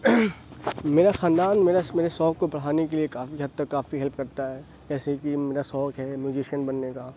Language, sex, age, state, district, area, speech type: Urdu, male, 30-45, Uttar Pradesh, Aligarh, rural, spontaneous